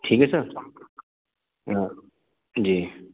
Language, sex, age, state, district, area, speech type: Urdu, male, 30-45, Delhi, North East Delhi, urban, conversation